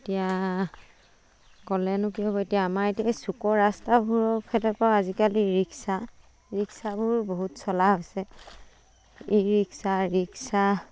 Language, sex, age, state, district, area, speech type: Assamese, female, 30-45, Assam, Dibrugarh, rural, spontaneous